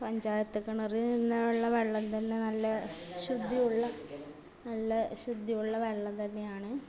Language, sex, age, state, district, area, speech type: Malayalam, female, 45-60, Kerala, Malappuram, rural, spontaneous